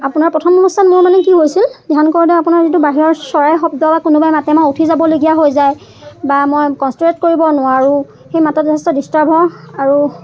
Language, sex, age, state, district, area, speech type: Assamese, female, 30-45, Assam, Dibrugarh, rural, spontaneous